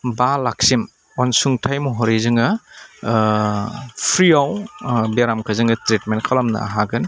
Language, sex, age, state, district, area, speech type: Bodo, male, 30-45, Assam, Udalguri, rural, spontaneous